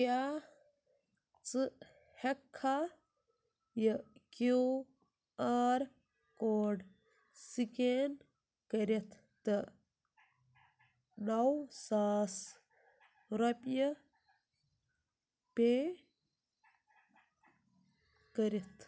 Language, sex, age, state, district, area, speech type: Kashmiri, female, 18-30, Jammu and Kashmir, Ganderbal, rural, read